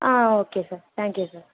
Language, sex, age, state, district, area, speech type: Tamil, male, 18-30, Tamil Nadu, Sivaganga, rural, conversation